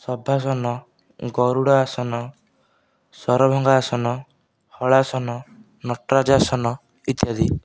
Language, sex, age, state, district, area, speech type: Odia, male, 18-30, Odisha, Nayagarh, rural, spontaneous